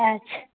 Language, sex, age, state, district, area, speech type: Hindi, female, 45-60, Bihar, Muzaffarpur, urban, conversation